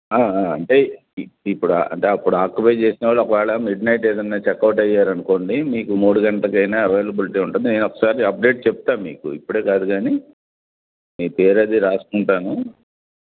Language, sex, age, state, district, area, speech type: Telugu, male, 45-60, Andhra Pradesh, N T Rama Rao, urban, conversation